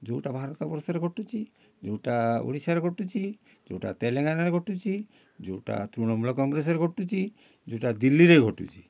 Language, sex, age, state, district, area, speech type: Odia, male, 60+, Odisha, Kalahandi, rural, spontaneous